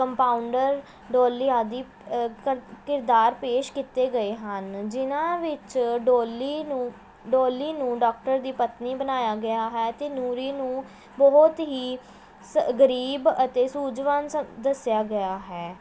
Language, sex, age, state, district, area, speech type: Punjabi, female, 18-30, Punjab, Pathankot, urban, spontaneous